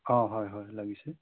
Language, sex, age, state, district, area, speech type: Assamese, female, 60+, Assam, Morigaon, urban, conversation